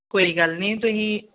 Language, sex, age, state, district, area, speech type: Punjabi, female, 45-60, Punjab, Gurdaspur, rural, conversation